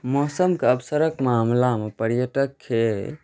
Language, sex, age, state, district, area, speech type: Maithili, other, 18-30, Bihar, Saharsa, rural, spontaneous